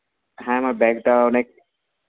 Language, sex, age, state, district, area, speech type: Bengali, male, 18-30, West Bengal, Paschim Bardhaman, urban, conversation